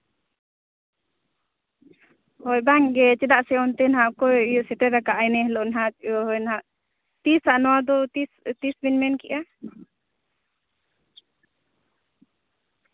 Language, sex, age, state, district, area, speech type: Santali, female, 18-30, Jharkhand, Seraikela Kharsawan, rural, conversation